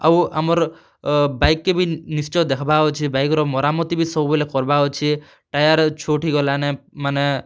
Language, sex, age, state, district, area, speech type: Odia, male, 30-45, Odisha, Kalahandi, rural, spontaneous